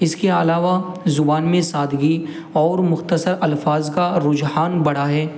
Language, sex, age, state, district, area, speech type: Urdu, male, 18-30, Uttar Pradesh, Muzaffarnagar, urban, spontaneous